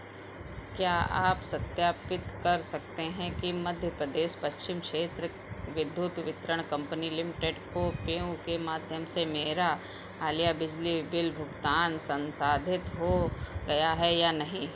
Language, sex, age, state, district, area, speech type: Hindi, female, 45-60, Uttar Pradesh, Sitapur, rural, read